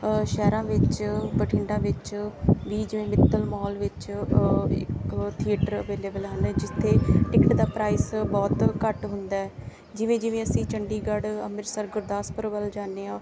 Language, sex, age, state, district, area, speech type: Punjabi, female, 18-30, Punjab, Bathinda, rural, spontaneous